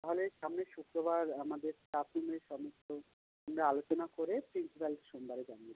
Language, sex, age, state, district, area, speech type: Bengali, male, 45-60, West Bengal, South 24 Parganas, rural, conversation